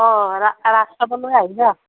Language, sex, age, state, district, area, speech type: Assamese, female, 45-60, Assam, Nalbari, rural, conversation